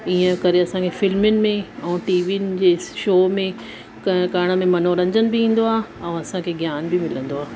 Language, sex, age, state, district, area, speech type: Sindhi, female, 30-45, Gujarat, Surat, urban, spontaneous